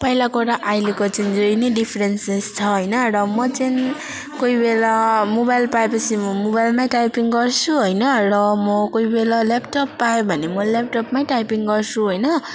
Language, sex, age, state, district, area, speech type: Nepali, female, 18-30, West Bengal, Alipurduar, urban, spontaneous